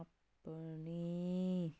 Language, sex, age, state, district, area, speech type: Punjabi, female, 18-30, Punjab, Sangrur, urban, read